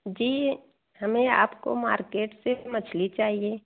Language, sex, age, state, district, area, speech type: Hindi, female, 30-45, Uttar Pradesh, Jaunpur, rural, conversation